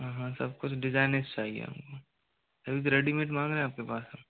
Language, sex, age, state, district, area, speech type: Hindi, male, 45-60, Rajasthan, Jodhpur, rural, conversation